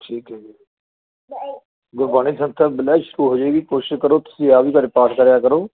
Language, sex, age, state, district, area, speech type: Punjabi, male, 30-45, Punjab, Firozpur, rural, conversation